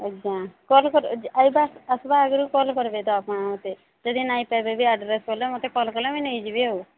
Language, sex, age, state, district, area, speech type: Odia, male, 18-30, Odisha, Sambalpur, rural, conversation